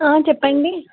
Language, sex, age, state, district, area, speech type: Telugu, female, 30-45, Telangana, Siddipet, urban, conversation